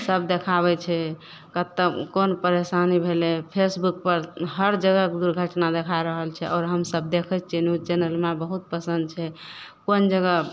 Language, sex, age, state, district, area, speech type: Maithili, female, 18-30, Bihar, Madhepura, rural, spontaneous